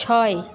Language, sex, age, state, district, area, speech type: Bengali, female, 18-30, West Bengal, Paschim Bardhaman, rural, read